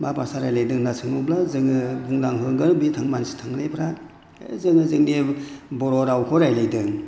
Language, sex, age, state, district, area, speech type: Bodo, male, 60+, Assam, Chirang, rural, spontaneous